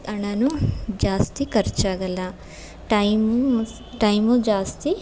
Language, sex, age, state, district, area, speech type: Kannada, female, 30-45, Karnataka, Chamarajanagar, rural, spontaneous